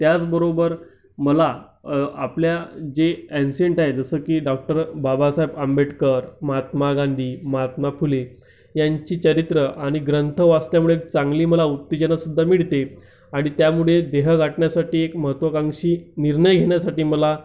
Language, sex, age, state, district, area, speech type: Marathi, male, 30-45, Maharashtra, Amravati, rural, spontaneous